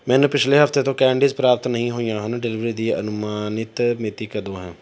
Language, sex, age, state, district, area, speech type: Punjabi, male, 30-45, Punjab, Pathankot, urban, read